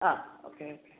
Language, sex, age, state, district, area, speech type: Malayalam, female, 30-45, Kerala, Wayanad, rural, conversation